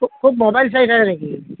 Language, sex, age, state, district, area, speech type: Assamese, male, 60+, Assam, Nalbari, rural, conversation